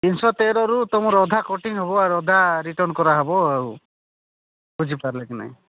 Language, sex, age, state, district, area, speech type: Odia, male, 45-60, Odisha, Nabarangpur, rural, conversation